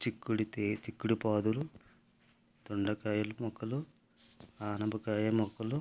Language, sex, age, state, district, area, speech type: Telugu, male, 45-60, Andhra Pradesh, West Godavari, rural, spontaneous